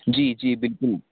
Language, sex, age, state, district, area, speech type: Hindi, male, 45-60, Rajasthan, Jaipur, urban, conversation